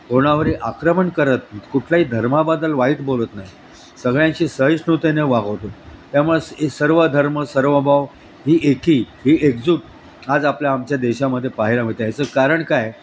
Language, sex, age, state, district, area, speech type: Marathi, male, 60+, Maharashtra, Thane, urban, spontaneous